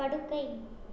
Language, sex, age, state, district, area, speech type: Tamil, female, 18-30, Tamil Nadu, Erode, rural, read